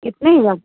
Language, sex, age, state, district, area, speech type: Hindi, female, 30-45, Uttar Pradesh, Ghazipur, rural, conversation